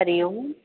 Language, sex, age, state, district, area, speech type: Sindhi, female, 45-60, Delhi, South Delhi, urban, conversation